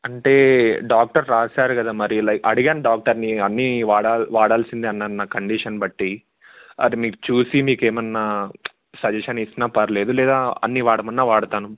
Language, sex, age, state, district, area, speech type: Telugu, male, 18-30, Andhra Pradesh, Annamaya, rural, conversation